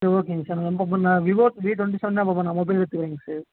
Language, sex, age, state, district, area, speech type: Tamil, male, 18-30, Tamil Nadu, Namakkal, rural, conversation